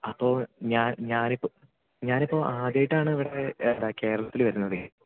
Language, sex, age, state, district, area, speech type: Malayalam, male, 18-30, Kerala, Malappuram, rural, conversation